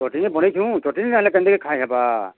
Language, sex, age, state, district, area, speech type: Odia, male, 45-60, Odisha, Bargarh, urban, conversation